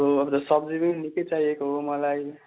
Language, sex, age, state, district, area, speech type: Nepali, male, 18-30, West Bengal, Darjeeling, rural, conversation